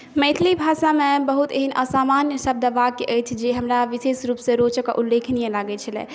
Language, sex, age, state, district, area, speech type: Maithili, other, 18-30, Bihar, Saharsa, rural, spontaneous